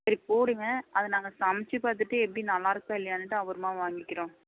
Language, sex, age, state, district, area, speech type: Tamil, female, 60+, Tamil Nadu, Dharmapuri, rural, conversation